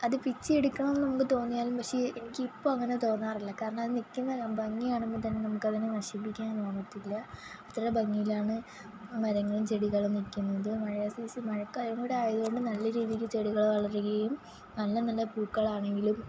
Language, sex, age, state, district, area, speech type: Malayalam, female, 18-30, Kerala, Kollam, rural, spontaneous